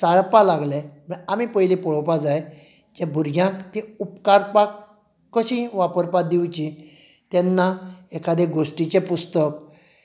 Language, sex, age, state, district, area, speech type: Goan Konkani, male, 45-60, Goa, Canacona, rural, spontaneous